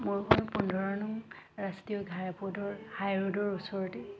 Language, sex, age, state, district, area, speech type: Assamese, female, 30-45, Assam, Dhemaji, rural, spontaneous